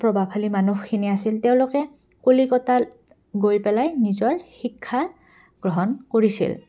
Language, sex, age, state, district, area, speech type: Assamese, female, 18-30, Assam, Goalpara, urban, spontaneous